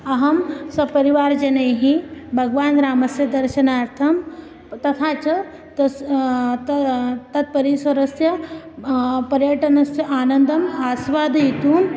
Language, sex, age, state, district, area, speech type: Sanskrit, female, 30-45, Maharashtra, Nagpur, urban, spontaneous